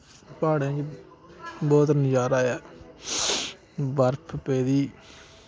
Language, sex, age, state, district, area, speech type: Dogri, male, 18-30, Jammu and Kashmir, Kathua, rural, spontaneous